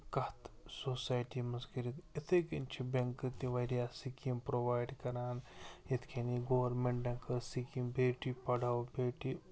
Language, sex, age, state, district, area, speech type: Kashmiri, male, 30-45, Jammu and Kashmir, Ganderbal, rural, spontaneous